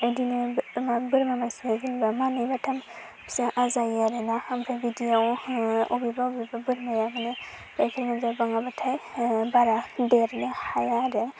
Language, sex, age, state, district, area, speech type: Bodo, female, 18-30, Assam, Baksa, rural, spontaneous